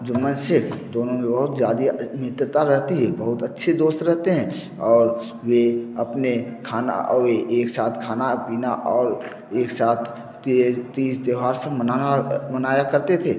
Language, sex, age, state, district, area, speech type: Hindi, male, 45-60, Uttar Pradesh, Bhadohi, urban, spontaneous